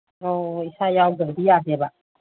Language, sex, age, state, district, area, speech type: Manipuri, female, 45-60, Manipur, Kangpokpi, urban, conversation